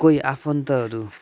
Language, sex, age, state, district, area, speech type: Nepali, male, 30-45, West Bengal, Kalimpong, rural, spontaneous